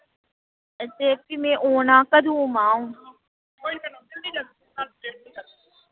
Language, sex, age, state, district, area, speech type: Dogri, female, 30-45, Jammu and Kashmir, Udhampur, rural, conversation